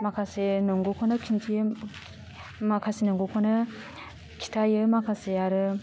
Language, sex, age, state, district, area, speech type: Bodo, female, 30-45, Assam, Udalguri, rural, spontaneous